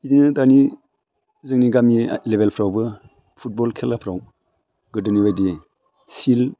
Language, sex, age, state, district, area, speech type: Bodo, male, 60+, Assam, Udalguri, urban, spontaneous